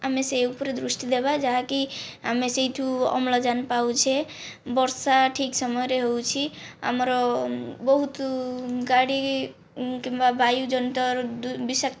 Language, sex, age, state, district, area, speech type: Odia, female, 45-60, Odisha, Kandhamal, rural, spontaneous